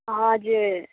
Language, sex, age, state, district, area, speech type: Nepali, female, 30-45, West Bengal, Kalimpong, rural, conversation